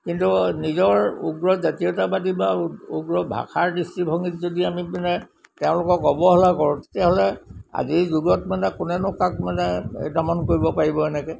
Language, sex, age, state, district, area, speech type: Assamese, male, 60+, Assam, Golaghat, urban, spontaneous